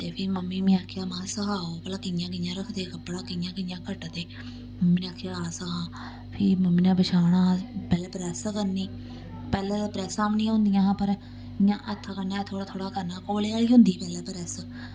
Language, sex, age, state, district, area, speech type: Dogri, female, 30-45, Jammu and Kashmir, Samba, rural, spontaneous